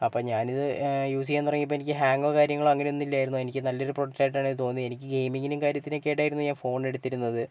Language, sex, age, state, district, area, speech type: Malayalam, male, 30-45, Kerala, Wayanad, rural, spontaneous